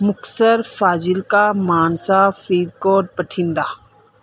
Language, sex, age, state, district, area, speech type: Punjabi, female, 30-45, Punjab, Mansa, urban, spontaneous